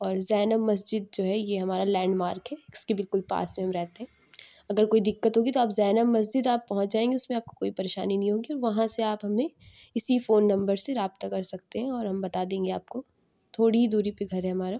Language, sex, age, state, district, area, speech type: Urdu, female, 18-30, Uttar Pradesh, Lucknow, rural, spontaneous